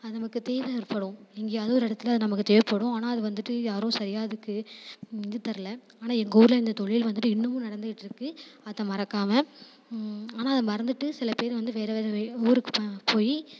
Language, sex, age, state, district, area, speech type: Tamil, female, 18-30, Tamil Nadu, Thanjavur, rural, spontaneous